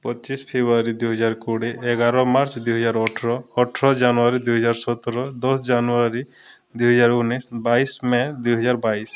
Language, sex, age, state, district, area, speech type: Odia, male, 30-45, Odisha, Bargarh, urban, spontaneous